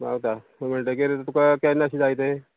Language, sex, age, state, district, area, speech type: Goan Konkani, male, 45-60, Goa, Quepem, rural, conversation